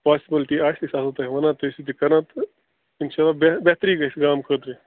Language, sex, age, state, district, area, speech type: Kashmiri, male, 30-45, Jammu and Kashmir, Bandipora, rural, conversation